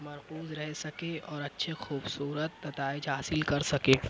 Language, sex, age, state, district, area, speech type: Urdu, male, 18-30, Maharashtra, Nashik, urban, spontaneous